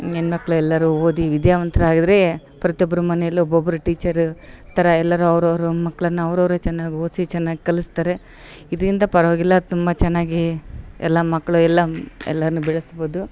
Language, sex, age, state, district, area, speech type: Kannada, female, 45-60, Karnataka, Vijayanagara, rural, spontaneous